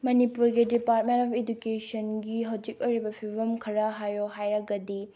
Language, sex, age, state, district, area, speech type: Manipuri, female, 18-30, Manipur, Bishnupur, rural, spontaneous